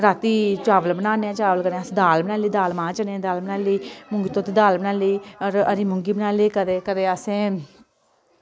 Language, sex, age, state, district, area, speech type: Dogri, female, 30-45, Jammu and Kashmir, Samba, urban, spontaneous